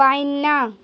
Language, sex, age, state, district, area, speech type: Urdu, female, 18-30, Bihar, Gaya, rural, spontaneous